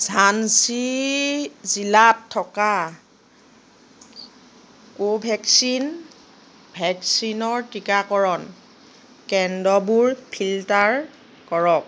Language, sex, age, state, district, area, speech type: Assamese, female, 30-45, Assam, Nagaon, rural, read